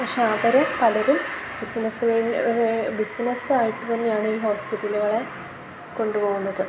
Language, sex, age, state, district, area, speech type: Malayalam, female, 18-30, Kerala, Idukki, rural, spontaneous